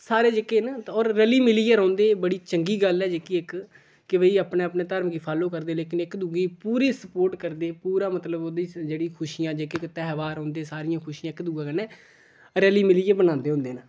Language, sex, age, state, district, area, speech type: Dogri, male, 18-30, Jammu and Kashmir, Udhampur, rural, spontaneous